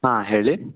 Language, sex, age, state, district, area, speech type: Kannada, male, 18-30, Karnataka, Chikkaballapur, rural, conversation